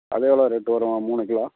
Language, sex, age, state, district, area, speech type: Tamil, male, 60+, Tamil Nadu, Madurai, rural, conversation